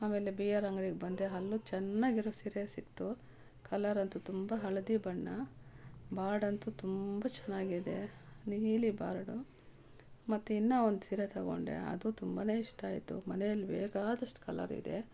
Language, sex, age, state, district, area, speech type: Kannada, female, 45-60, Karnataka, Kolar, rural, spontaneous